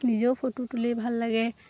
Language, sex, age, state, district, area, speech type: Assamese, female, 18-30, Assam, Lakhimpur, rural, spontaneous